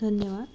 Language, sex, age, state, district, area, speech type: Marathi, female, 18-30, Maharashtra, Sangli, urban, spontaneous